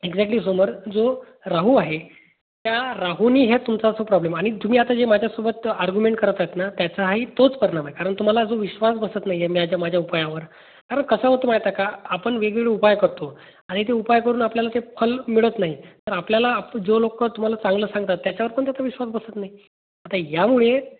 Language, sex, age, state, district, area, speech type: Marathi, male, 30-45, Maharashtra, Amravati, rural, conversation